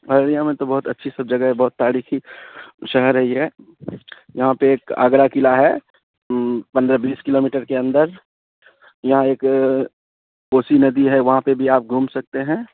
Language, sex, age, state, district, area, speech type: Urdu, male, 18-30, Bihar, Araria, rural, conversation